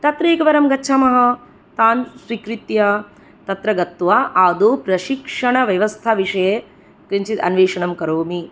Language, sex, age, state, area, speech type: Sanskrit, female, 30-45, Tripura, urban, spontaneous